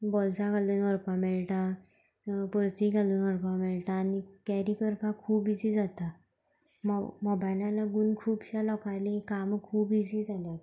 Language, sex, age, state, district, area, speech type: Goan Konkani, female, 18-30, Goa, Canacona, rural, spontaneous